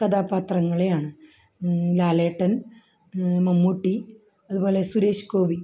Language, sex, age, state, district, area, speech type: Malayalam, female, 45-60, Kerala, Kasaragod, rural, spontaneous